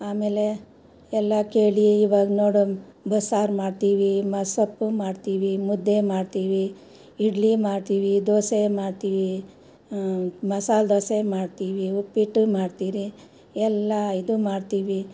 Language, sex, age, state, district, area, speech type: Kannada, female, 60+, Karnataka, Bangalore Rural, rural, spontaneous